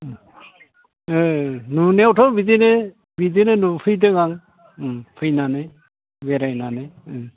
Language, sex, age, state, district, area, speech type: Bodo, male, 60+, Assam, Chirang, rural, conversation